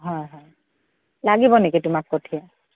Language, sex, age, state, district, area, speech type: Assamese, female, 45-60, Assam, Lakhimpur, rural, conversation